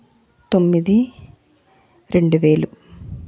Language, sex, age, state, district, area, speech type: Telugu, female, 30-45, Andhra Pradesh, Guntur, urban, spontaneous